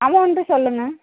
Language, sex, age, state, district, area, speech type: Tamil, female, 60+, Tamil Nadu, Erode, urban, conversation